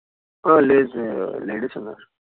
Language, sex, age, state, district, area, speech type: Telugu, male, 30-45, Andhra Pradesh, Vizianagaram, rural, conversation